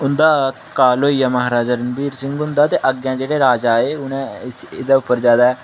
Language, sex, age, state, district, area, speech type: Dogri, male, 18-30, Jammu and Kashmir, Udhampur, rural, spontaneous